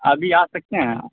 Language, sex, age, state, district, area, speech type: Urdu, male, 18-30, Bihar, Khagaria, rural, conversation